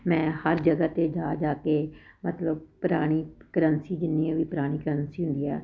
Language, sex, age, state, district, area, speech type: Punjabi, female, 45-60, Punjab, Ludhiana, urban, spontaneous